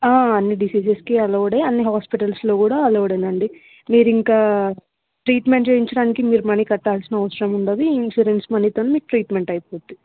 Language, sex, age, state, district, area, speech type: Telugu, female, 18-30, Telangana, Mancherial, rural, conversation